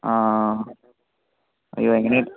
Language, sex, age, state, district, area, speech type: Malayalam, male, 18-30, Kerala, Thiruvananthapuram, rural, conversation